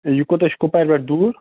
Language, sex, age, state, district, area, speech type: Kashmiri, male, 18-30, Jammu and Kashmir, Kupwara, urban, conversation